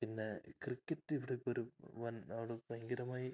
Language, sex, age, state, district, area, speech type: Malayalam, male, 18-30, Kerala, Idukki, rural, spontaneous